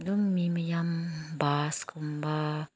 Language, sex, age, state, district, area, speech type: Manipuri, female, 30-45, Manipur, Senapati, rural, spontaneous